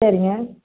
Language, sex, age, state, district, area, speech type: Tamil, female, 30-45, Tamil Nadu, Namakkal, rural, conversation